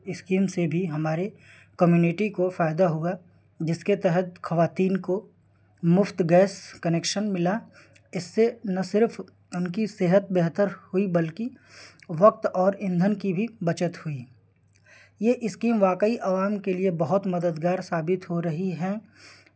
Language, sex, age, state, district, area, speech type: Urdu, male, 18-30, Delhi, New Delhi, rural, spontaneous